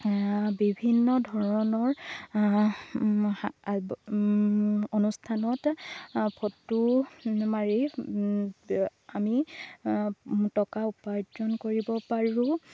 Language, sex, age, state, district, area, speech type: Assamese, female, 18-30, Assam, Lakhimpur, rural, spontaneous